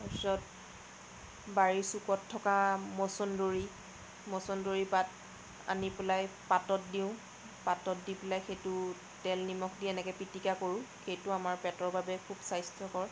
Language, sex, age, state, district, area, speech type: Assamese, female, 30-45, Assam, Sonitpur, rural, spontaneous